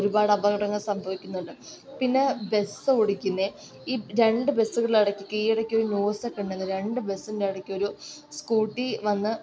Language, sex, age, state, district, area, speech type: Malayalam, female, 18-30, Kerala, Kozhikode, rural, spontaneous